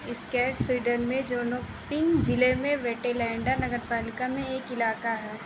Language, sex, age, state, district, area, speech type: Hindi, female, 45-60, Uttar Pradesh, Ayodhya, rural, read